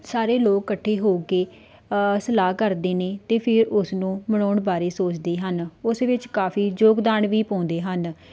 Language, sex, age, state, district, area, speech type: Punjabi, female, 18-30, Punjab, Tarn Taran, rural, spontaneous